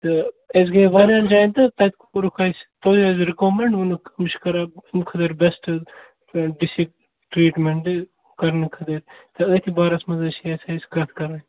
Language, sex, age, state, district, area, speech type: Kashmiri, male, 18-30, Jammu and Kashmir, Kupwara, rural, conversation